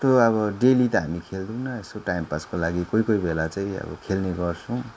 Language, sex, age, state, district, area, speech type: Nepali, male, 30-45, West Bengal, Darjeeling, rural, spontaneous